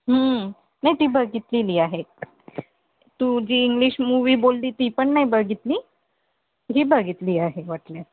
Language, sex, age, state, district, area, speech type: Marathi, female, 30-45, Maharashtra, Nagpur, urban, conversation